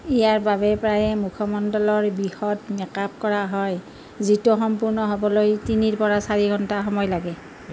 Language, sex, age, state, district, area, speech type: Assamese, female, 45-60, Assam, Nalbari, rural, read